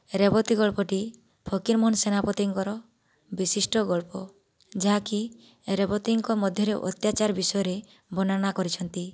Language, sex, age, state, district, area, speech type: Odia, female, 18-30, Odisha, Boudh, rural, spontaneous